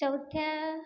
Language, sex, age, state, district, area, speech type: Marathi, female, 30-45, Maharashtra, Nagpur, urban, spontaneous